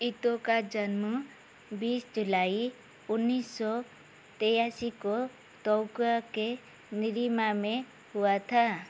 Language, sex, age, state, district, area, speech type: Hindi, female, 45-60, Madhya Pradesh, Chhindwara, rural, read